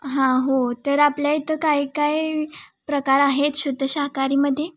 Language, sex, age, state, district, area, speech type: Marathi, female, 18-30, Maharashtra, Sangli, urban, spontaneous